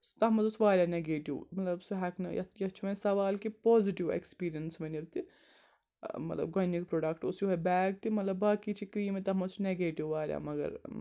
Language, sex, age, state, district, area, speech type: Kashmiri, female, 60+, Jammu and Kashmir, Srinagar, urban, spontaneous